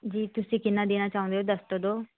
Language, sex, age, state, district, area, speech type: Punjabi, female, 18-30, Punjab, Shaheed Bhagat Singh Nagar, rural, conversation